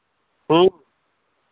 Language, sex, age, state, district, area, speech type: Santali, male, 30-45, Jharkhand, Pakur, rural, conversation